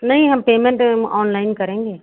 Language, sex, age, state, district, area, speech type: Hindi, female, 60+, Uttar Pradesh, Sitapur, rural, conversation